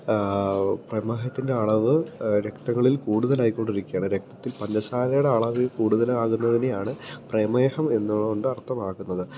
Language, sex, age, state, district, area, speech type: Malayalam, male, 18-30, Kerala, Idukki, rural, spontaneous